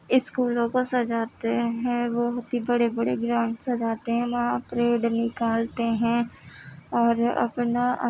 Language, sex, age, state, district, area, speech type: Urdu, female, 18-30, Uttar Pradesh, Gautam Buddha Nagar, urban, spontaneous